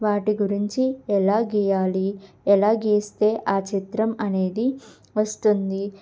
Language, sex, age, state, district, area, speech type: Telugu, female, 18-30, Andhra Pradesh, Guntur, urban, spontaneous